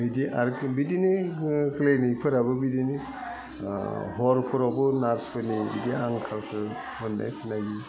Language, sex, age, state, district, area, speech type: Bodo, male, 60+, Assam, Udalguri, urban, spontaneous